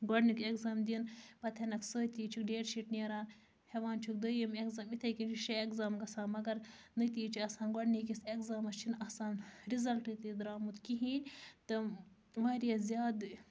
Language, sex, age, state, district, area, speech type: Kashmiri, female, 30-45, Jammu and Kashmir, Baramulla, rural, spontaneous